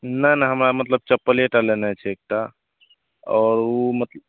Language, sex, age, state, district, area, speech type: Maithili, male, 18-30, Bihar, Madhepura, rural, conversation